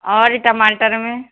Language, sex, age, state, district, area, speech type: Hindi, female, 60+, Madhya Pradesh, Jabalpur, urban, conversation